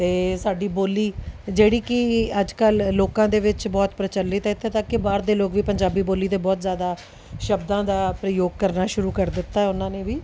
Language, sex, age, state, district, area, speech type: Punjabi, female, 30-45, Punjab, Tarn Taran, urban, spontaneous